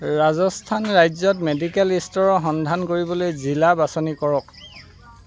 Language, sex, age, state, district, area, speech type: Assamese, male, 45-60, Assam, Dibrugarh, rural, read